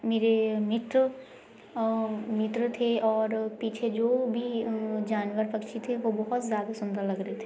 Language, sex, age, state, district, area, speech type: Hindi, female, 18-30, Madhya Pradesh, Gwalior, rural, spontaneous